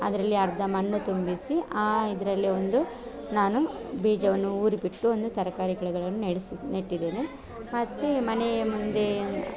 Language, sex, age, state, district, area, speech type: Kannada, female, 30-45, Karnataka, Dakshina Kannada, rural, spontaneous